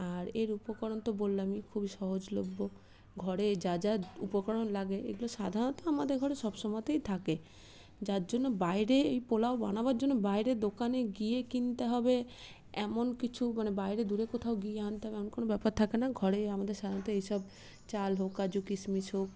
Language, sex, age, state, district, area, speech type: Bengali, female, 30-45, West Bengal, Paschim Bardhaman, urban, spontaneous